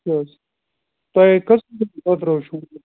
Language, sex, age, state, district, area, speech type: Kashmiri, male, 18-30, Jammu and Kashmir, Bandipora, rural, conversation